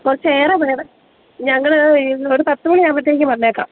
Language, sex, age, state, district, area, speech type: Malayalam, female, 30-45, Kerala, Idukki, rural, conversation